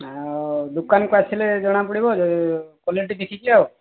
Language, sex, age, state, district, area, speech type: Odia, male, 45-60, Odisha, Sambalpur, rural, conversation